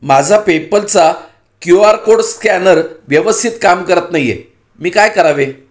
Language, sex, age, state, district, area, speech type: Marathi, male, 45-60, Maharashtra, Pune, urban, read